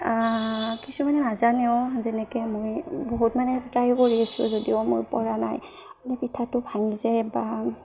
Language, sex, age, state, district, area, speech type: Assamese, female, 18-30, Assam, Barpeta, rural, spontaneous